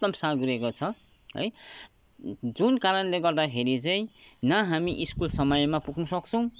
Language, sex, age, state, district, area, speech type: Nepali, male, 30-45, West Bengal, Kalimpong, rural, spontaneous